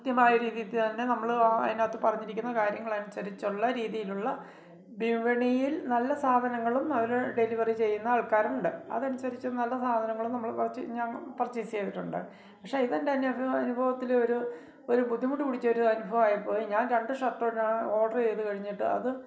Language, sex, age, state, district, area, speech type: Malayalam, male, 45-60, Kerala, Kottayam, rural, spontaneous